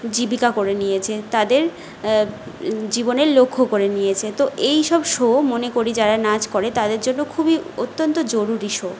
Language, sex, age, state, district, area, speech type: Bengali, female, 45-60, West Bengal, Jhargram, rural, spontaneous